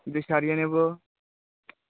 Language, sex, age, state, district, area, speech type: Bengali, male, 18-30, West Bengal, Birbhum, urban, conversation